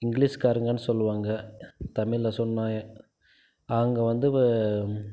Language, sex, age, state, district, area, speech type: Tamil, male, 30-45, Tamil Nadu, Krishnagiri, rural, spontaneous